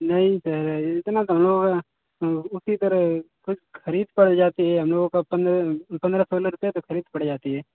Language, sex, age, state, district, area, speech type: Hindi, male, 18-30, Uttar Pradesh, Mau, rural, conversation